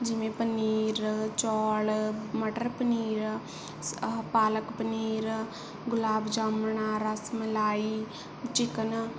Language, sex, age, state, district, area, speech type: Punjabi, female, 18-30, Punjab, Barnala, rural, spontaneous